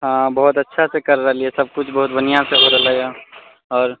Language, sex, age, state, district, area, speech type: Maithili, male, 18-30, Bihar, Muzaffarpur, rural, conversation